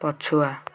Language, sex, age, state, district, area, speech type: Odia, male, 18-30, Odisha, Kendujhar, urban, read